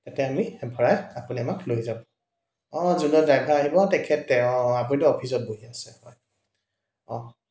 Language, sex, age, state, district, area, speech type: Assamese, male, 30-45, Assam, Dibrugarh, urban, spontaneous